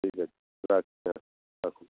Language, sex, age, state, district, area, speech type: Bengali, male, 30-45, West Bengal, North 24 Parganas, rural, conversation